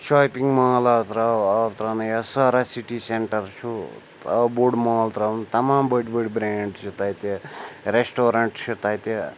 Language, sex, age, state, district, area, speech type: Kashmiri, male, 45-60, Jammu and Kashmir, Srinagar, urban, spontaneous